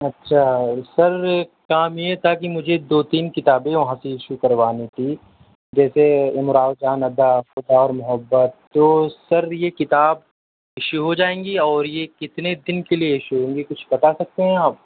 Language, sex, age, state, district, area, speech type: Urdu, male, 18-30, Delhi, South Delhi, urban, conversation